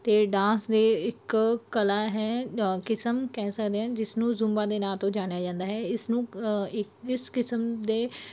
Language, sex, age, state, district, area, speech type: Punjabi, female, 18-30, Punjab, Mansa, urban, spontaneous